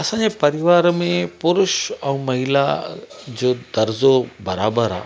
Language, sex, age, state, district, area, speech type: Sindhi, male, 45-60, Madhya Pradesh, Katni, rural, spontaneous